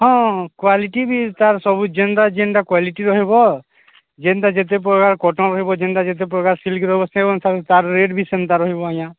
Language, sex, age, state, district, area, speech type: Odia, male, 45-60, Odisha, Nuapada, urban, conversation